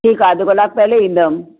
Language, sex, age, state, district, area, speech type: Sindhi, female, 60+, Maharashtra, Mumbai Suburban, urban, conversation